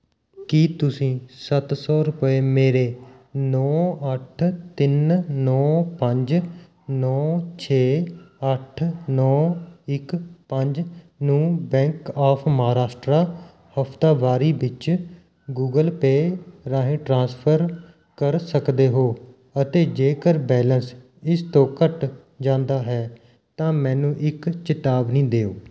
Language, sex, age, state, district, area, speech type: Punjabi, male, 30-45, Punjab, Mohali, rural, read